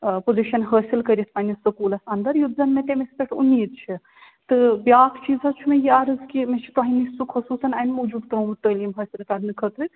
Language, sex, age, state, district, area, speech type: Kashmiri, female, 45-60, Jammu and Kashmir, Srinagar, urban, conversation